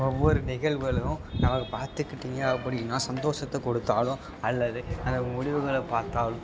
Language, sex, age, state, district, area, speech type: Tamil, male, 18-30, Tamil Nadu, Tiruppur, rural, spontaneous